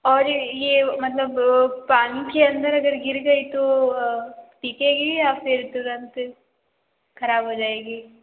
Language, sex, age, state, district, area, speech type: Hindi, female, 18-30, Uttar Pradesh, Sonbhadra, rural, conversation